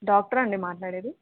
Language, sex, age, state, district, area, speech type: Telugu, female, 18-30, Telangana, Hyderabad, urban, conversation